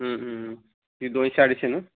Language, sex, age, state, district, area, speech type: Marathi, male, 18-30, Maharashtra, Hingoli, urban, conversation